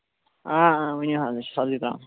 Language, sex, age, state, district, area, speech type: Kashmiri, male, 18-30, Jammu and Kashmir, Kulgam, rural, conversation